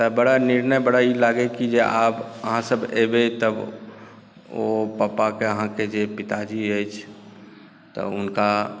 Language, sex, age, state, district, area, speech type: Maithili, male, 45-60, Bihar, Saharsa, urban, spontaneous